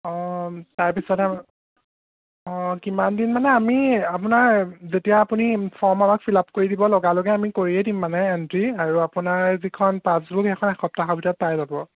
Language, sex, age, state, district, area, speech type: Assamese, male, 18-30, Assam, Jorhat, urban, conversation